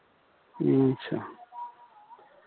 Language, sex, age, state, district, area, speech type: Maithili, male, 60+, Bihar, Madhepura, rural, conversation